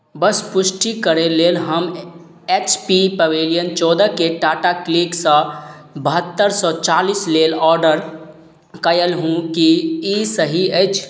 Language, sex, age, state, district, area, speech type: Maithili, male, 18-30, Bihar, Madhubani, rural, read